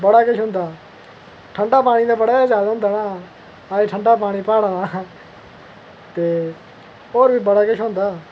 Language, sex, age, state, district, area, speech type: Dogri, male, 30-45, Jammu and Kashmir, Udhampur, urban, spontaneous